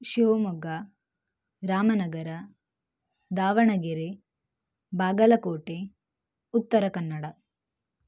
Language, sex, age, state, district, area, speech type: Kannada, female, 18-30, Karnataka, Shimoga, rural, spontaneous